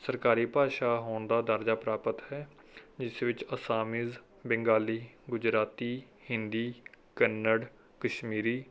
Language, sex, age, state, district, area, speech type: Punjabi, male, 18-30, Punjab, Rupnagar, urban, spontaneous